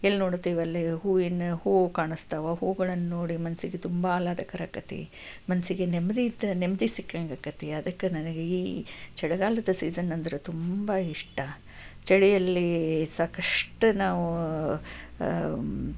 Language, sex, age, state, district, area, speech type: Kannada, female, 45-60, Karnataka, Chikkaballapur, rural, spontaneous